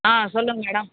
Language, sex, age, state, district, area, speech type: Tamil, female, 30-45, Tamil Nadu, Vellore, urban, conversation